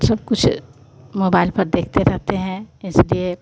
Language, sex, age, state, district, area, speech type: Hindi, female, 60+, Bihar, Vaishali, urban, spontaneous